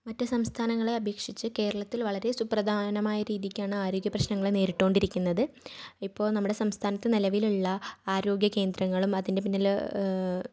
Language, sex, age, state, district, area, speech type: Malayalam, female, 18-30, Kerala, Thrissur, urban, spontaneous